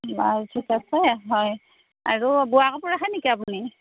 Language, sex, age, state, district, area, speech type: Assamese, female, 45-60, Assam, Darrang, rural, conversation